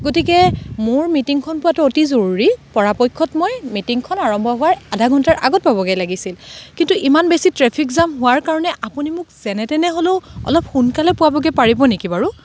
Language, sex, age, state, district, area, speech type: Assamese, female, 30-45, Assam, Dibrugarh, rural, spontaneous